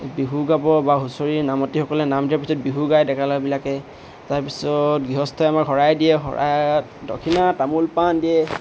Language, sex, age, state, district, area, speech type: Assamese, male, 18-30, Assam, Tinsukia, urban, spontaneous